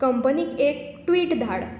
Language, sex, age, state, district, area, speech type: Goan Konkani, female, 18-30, Goa, Tiswadi, rural, read